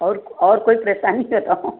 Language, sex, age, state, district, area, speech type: Hindi, female, 60+, Uttar Pradesh, Sitapur, rural, conversation